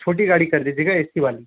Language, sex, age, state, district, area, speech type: Hindi, male, 30-45, Madhya Pradesh, Bhopal, urban, conversation